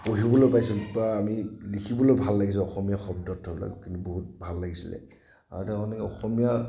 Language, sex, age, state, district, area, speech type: Assamese, male, 30-45, Assam, Nagaon, rural, spontaneous